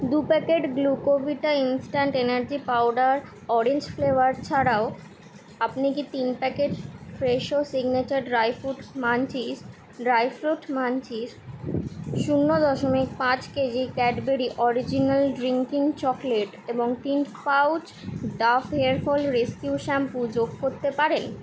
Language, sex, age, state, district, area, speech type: Bengali, female, 18-30, West Bengal, Kolkata, urban, read